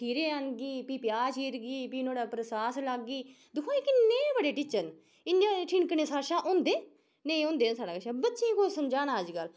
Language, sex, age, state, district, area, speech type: Dogri, female, 30-45, Jammu and Kashmir, Udhampur, urban, spontaneous